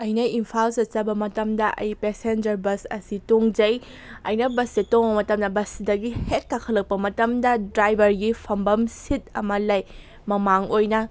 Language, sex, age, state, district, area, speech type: Manipuri, female, 18-30, Manipur, Kakching, rural, spontaneous